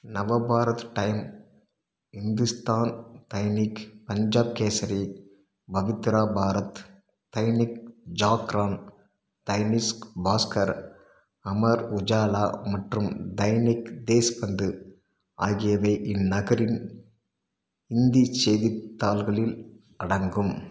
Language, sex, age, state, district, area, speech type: Tamil, male, 30-45, Tamil Nadu, Krishnagiri, rural, read